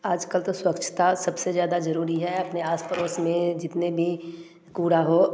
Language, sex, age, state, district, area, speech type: Hindi, female, 30-45, Bihar, Samastipur, urban, spontaneous